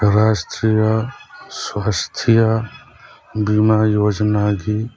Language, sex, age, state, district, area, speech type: Manipuri, male, 45-60, Manipur, Churachandpur, rural, read